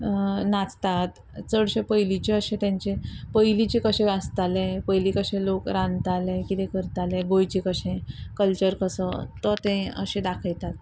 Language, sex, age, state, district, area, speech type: Goan Konkani, female, 30-45, Goa, Quepem, rural, spontaneous